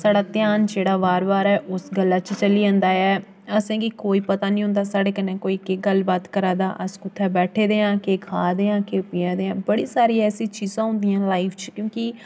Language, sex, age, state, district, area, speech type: Dogri, female, 18-30, Jammu and Kashmir, Jammu, rural, spontaneous